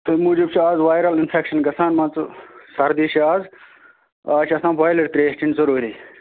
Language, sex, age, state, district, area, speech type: Kashmiri, male, 45-60, Jammu and Kashmir, Budgam, rural, conversation